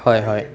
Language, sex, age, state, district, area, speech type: Assamese, male, 30-45, Assam, Nalbari, rural, spontaneous